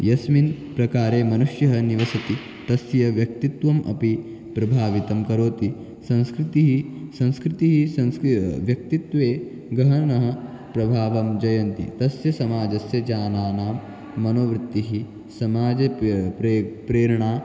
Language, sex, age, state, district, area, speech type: Sanskrit, male, 18-30, Maharashtra, Nagpur, urban, spontaneous